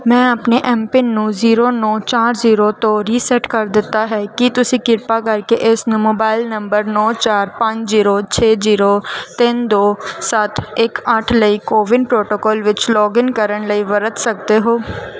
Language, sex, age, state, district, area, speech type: Punjabi, female, 18-30, Punjab, Gurdaspur, urban, read